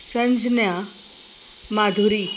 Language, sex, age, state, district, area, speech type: Sanskrit, female, 45-60, Maharashtra, Nagpur, urban, spontaneous